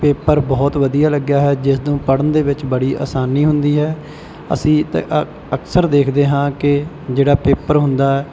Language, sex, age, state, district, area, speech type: Punjabi, male, 18-30, Punjab, Bathinda, rural, spontaneous